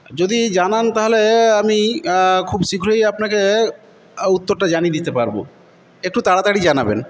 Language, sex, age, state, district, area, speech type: Bengali, male, 45-60, West Bengal, Paschim Medinipur, rural, spontaneous